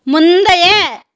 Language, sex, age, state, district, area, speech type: Tamil, female, 30-45, Tamil Nadu, Tirupattur, rural, read